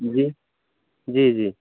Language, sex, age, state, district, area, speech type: Hindi, male, 30-45, Uttar Pradesh, Pratapgarh, rural, conversation